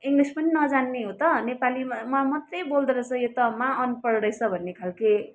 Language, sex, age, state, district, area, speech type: Nepali, female, 30-45, West Bengal, Kalimpong, rural, spontaneous